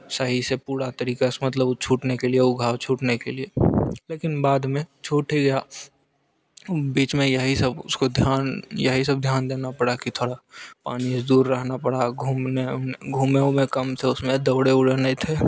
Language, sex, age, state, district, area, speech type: Hindi, male, 18-30, Bihar, Begusarai, urban, spontaneous